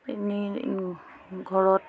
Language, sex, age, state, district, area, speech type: Assamese, female, 30-45, Assam, Lakhimpur, rural, spontaneous